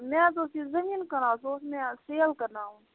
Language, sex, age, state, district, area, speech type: Kashmiri, female, 18-30, Jammu and Kashmir, Budgam, rural, conversation